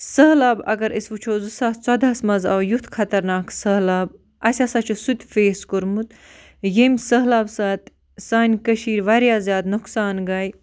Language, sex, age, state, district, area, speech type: Kashmiri, other, 18-30, Jammu and Kashmir, Baramulla, rural, spontaneous